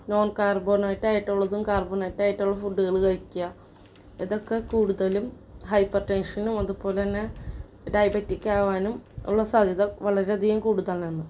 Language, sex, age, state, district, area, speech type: Malayalam, female, 18-30, Kerala, Ernakulam, rural, spontaneous